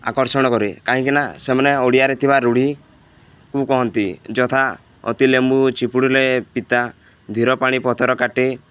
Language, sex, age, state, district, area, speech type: Odia, male, 18-30, Odisha, Balangir, urban, spontaneous